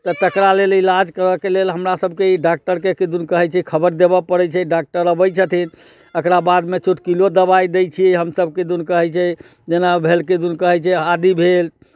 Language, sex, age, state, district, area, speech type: Maithili, male, 60+, Bihar, Muzaffarpur, urban, spontaneous